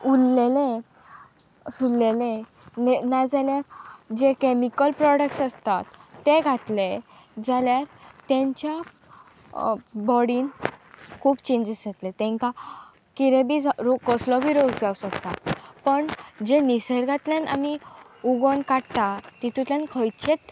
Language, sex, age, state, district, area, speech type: Goan Konkani, female, 18-30, Goa, Pernem, rural, spontaneous